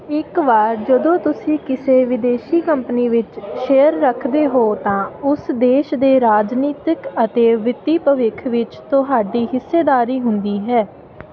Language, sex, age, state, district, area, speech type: Punjabi, female, 18-30, Punjab, Ludhiana, rural, read